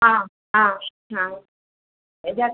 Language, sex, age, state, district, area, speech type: Odia, female, 60+, Odisha, Gajapati, rural, conversation